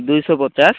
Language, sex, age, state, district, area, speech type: Odia, male, 18-30, Odisha, Malkangiri, urban, conversation